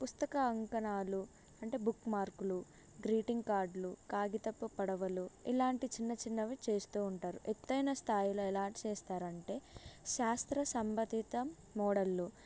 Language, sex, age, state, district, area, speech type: Telugu, female, 18-30, Telangana, Sangareddy, rural, spontaneous